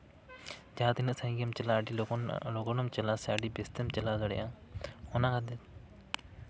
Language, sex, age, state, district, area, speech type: Santali, male, 18-30, West Bengal, Jhargram, rural, spontaneous